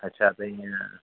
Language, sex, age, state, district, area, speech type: Sindhi, male, 30-45, Gujarat, Surat, urban, conversation